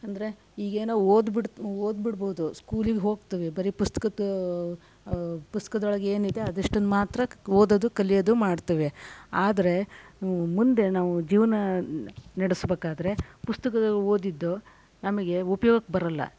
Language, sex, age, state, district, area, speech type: Kannada, female, 60+, Karnataka, Shimoga, rural, spontaneous